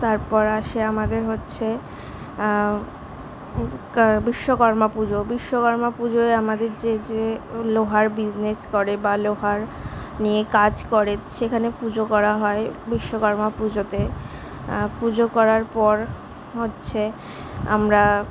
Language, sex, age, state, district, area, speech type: Bengali, female, 18-30, West Bengal, Kolkata, urban, spontaneous